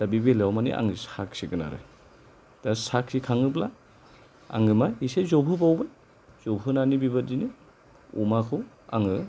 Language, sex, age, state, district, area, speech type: Bodo, male, 30-45, Assam, Kokrajhar, rural, spontaneous